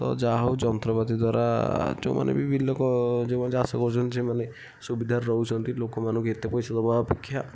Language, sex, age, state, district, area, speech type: Odia, female, 18-30, Odisha, Kendujhar, urban, spontaneous